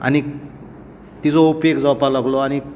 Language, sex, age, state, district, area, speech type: Goan Konkani, male, 45-60, Goa, Tiswadi, rural, spontaneous